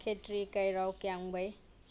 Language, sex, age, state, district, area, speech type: Manipuri, female, 30-45, Manipur, Imphal East, rural, spontaneous